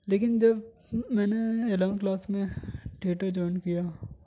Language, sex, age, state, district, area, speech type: Urdu, male, 30-45, Delhi, Central Delhi, urban, spontaneous